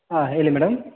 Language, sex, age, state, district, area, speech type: Kannada, male, 60+, Karnataka, Kodagu, rural, conversation